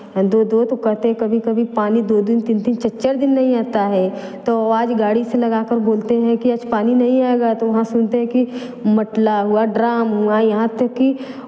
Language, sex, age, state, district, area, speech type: Hindi, female, 30-45, Uttar Pradesh, Varanasi, rural, spontaneous